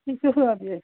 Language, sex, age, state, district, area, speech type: Sanskrit, female, 30-45, Kerala, Thiruvananthapuram, urban, conversation